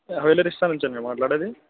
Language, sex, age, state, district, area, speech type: Telugu, male, 18-30, Telangana, Khammam, urban, conversation